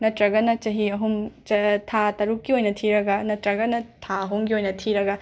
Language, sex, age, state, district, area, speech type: Manipuri, female, 45-60, Manipur, Imphal West, urban, spontaneous